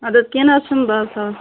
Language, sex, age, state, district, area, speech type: Kashmiri, female, 18-30, Jammu and Kashmir, Budgam, rural, conversation